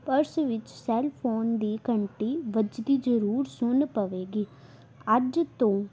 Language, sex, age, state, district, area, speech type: Punjabi, female, 18-30, Punjab, Tarn Taran, urban, spontaneous